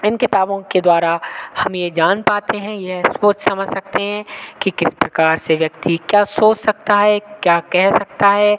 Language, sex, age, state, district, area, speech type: Hindi, male, 30-45, Madhya Pradesh, Hoshangabad, rural, spontaneous